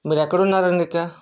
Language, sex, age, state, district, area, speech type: Telugu, male, 60+, Andhra Pradesh, Vizianagaram, rural, spontaneous